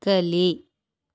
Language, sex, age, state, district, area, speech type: Kannada, female, 18-30, Karnataka, Shimoga, rural, read